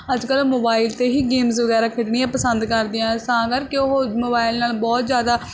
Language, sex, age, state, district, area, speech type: Punjabi, female, 18-30, Punjab, Barnala, urban, spontaneous